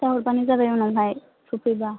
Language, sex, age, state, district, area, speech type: Bodo, male, 18-30, Assam, Chirang, rural, conversation